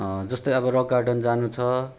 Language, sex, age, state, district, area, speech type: Nepali, male, 30-45, West Bengal, Darjeeling, rural, spontaneous